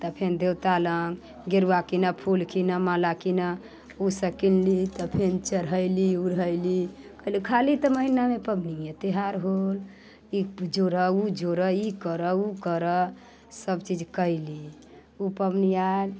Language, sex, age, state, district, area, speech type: Maithili, female, 30-45, Bihar, Muzaffarpur, rural, spontaneous